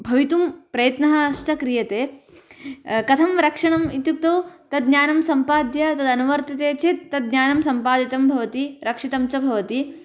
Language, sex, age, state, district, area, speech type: Sanskrit, female, 18-30, Karnataka, Bagalkot, urban, spontaneous